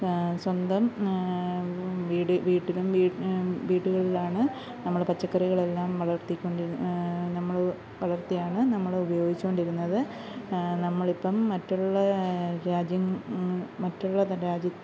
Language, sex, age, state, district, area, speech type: Malayalam, female, 30-45, Kerala, Alappuzha, rural, spontaneous